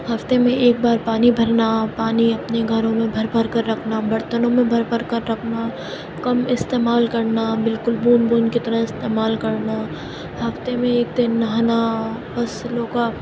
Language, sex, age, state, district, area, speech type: Urdu, female, 30-45, Uttar Pradesh, Aligarh, rural, spontaneous